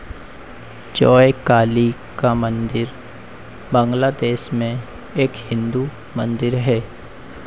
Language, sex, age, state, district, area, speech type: Hindi, male, 60+, Madhya Pradesh, Harda, urban, read